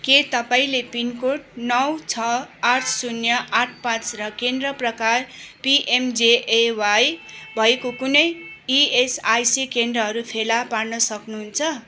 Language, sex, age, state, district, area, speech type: Nepali, female, 45-60, West Bengal, Darjeeling, rural, read